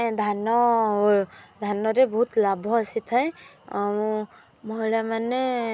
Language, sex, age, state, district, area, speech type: Odia, female, 18-30, Odisha, Kendujhar, urban, spontaneous